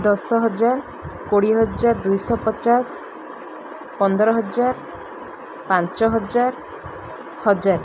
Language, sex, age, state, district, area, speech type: Odia, female, 30-45, Odisha, Koraput, urban, spontaneous